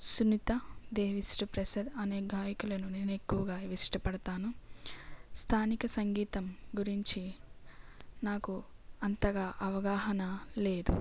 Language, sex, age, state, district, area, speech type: Telugu, female, 18-30, Andhra Pradesh, West Godavari, rural, spontaneous